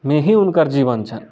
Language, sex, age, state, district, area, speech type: Maithili, male, 18-30, Bihar, Muzaffarpur, rural, spontaneous